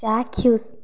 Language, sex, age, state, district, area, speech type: Odia, female, 45-60, Odisha, Nayagarh, rural, read